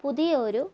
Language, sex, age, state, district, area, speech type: Malayalam, female, 30-45, Kerala, Kannur, rural, spontaneous